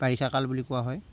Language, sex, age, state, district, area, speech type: Assamese, male, 30-45, Assam, Darrang, rural, spontaneous